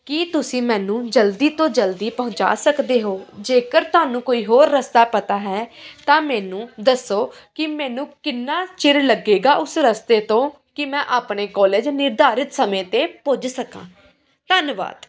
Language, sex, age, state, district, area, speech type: Punjabi, female, 18-30, Punjab, Pathankot, rural, spontaneous